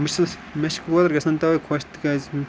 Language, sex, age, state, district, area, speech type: Kashmiri, male, 18-30, Jammu and Kashmir, Ganderbal, rural, spontaneous